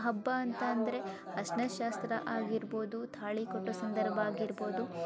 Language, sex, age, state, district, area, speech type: Kannada, female, 45-60, Karnataka, Chikkaballapur, rural, spontaneous